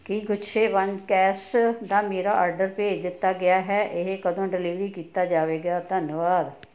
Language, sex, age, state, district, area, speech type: Punjabi, female, 60+, Punjab, Ludhiana, rural, read